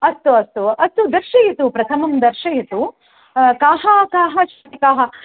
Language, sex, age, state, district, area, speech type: Sanskrit, female, 60+, Tamil Nadu, Chennai, urban, conversation